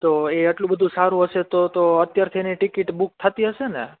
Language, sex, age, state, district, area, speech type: Gujarati, male, 30-45, Gujarat, Rajkot, urban, conversation